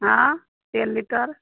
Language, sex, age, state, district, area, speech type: Maithili, female, 45-60, Bihar, Madhepura, rural, conversation